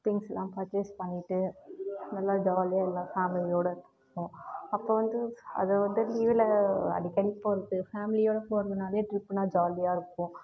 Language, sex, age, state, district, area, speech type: Tamil, female, 30-45, Tamil Nadu, Cuddalore, rural, spontaneous